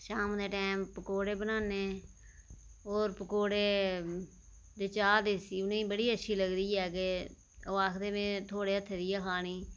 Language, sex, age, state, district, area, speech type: Dogri, female, 30-45, Jammu and Kashmir, Reasi, rural, spontaneous